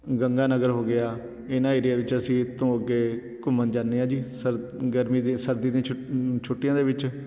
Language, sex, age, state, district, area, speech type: Punjabi, male, 30-45, Punjab, Patiala, urban, spontaneous